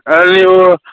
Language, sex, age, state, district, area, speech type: Telugu, female, 60+, Andhra Pradesh, Chittoor, rural, conversation